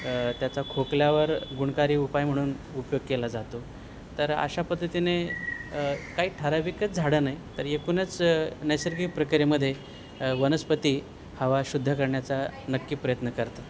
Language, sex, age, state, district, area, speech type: Marathi, male, 45-60, Maharashtra, Thane, rural, spontaneous